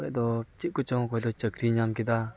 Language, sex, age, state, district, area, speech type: Santali, male, 18-30, West Bengal, Uttar Dinajpur, rural, spontaneous